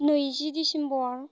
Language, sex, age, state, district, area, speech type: Bodo, female, 18-30, Assam, Baksa, rural, spontaneous